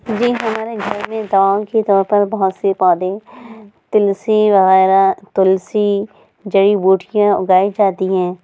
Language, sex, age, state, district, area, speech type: Urdu, female, 60+, Uttar Pradesh, Lucknow, urban, spontaneous